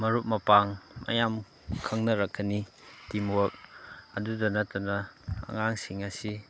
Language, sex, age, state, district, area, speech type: Manipuri, male, 30-45, Manipur, Chandel, rural, spontaneous